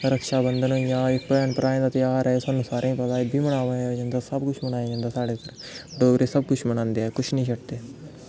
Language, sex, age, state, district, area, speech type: Dogri, male, 18-30, Jammu and Kashmir, Kathua, rural, spontaneous